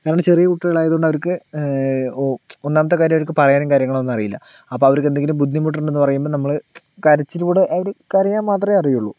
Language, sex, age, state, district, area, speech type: Malayalam, male, 45-60, Kerala, Palakkad, rural, spontaneous